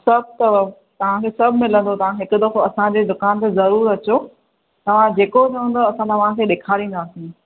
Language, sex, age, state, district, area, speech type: Sindhi, female, 30-45, Maharashtra, Thane, urban, conversation